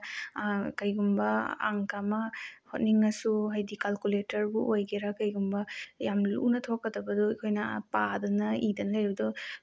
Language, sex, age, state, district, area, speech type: Manipuri, female, 18-30, Manipur, Bishnupur, rural, spontaneous